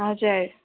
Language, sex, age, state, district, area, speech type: Nepali, female, 18-30, West Bengal, Kalimpong, rural, conversation